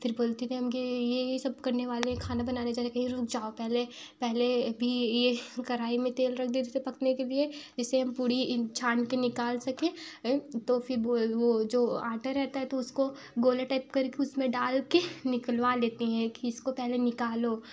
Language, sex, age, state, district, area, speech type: Hindi, female, 18-30, Uttar Pradesh, Prayagraj, urban, spontaneous